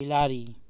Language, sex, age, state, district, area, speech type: Maithili, male, 30-45, Bihar, Darbhanga, rural, read